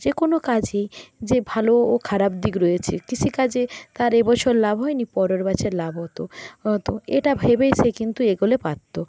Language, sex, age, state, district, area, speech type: Bengali, female, 60+, West Bengal, Jhargram, rural, spontaneous